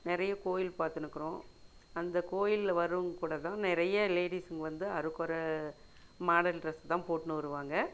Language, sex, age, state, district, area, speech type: Tamil, female, 60+, Tamil Nadu, Dharmapuri, rural, spontaneous